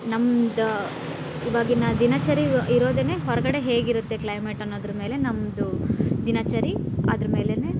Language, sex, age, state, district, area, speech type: Kannada, female, 30-45, Karnataka, Koppal, rural, spontaneous